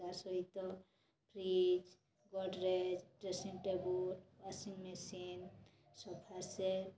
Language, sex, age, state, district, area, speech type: Odia, female, 30-45, Odisha, Mayurbhanj, rural, spontaneous